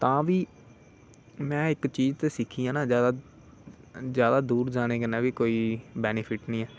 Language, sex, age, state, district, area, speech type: Dogri, male, 18-30, Jammu and Kashmir, Samba, urban, spontaneous